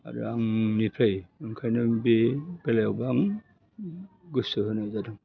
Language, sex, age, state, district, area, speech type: Bodo, male, 60+, Assam, Udalguri, urban, spontaneous